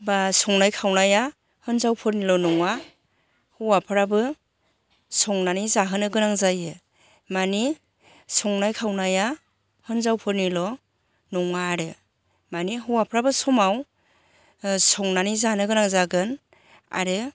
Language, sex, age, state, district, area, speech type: Bodo, female, 45-60, Assam, Chirang, rural, spontaneous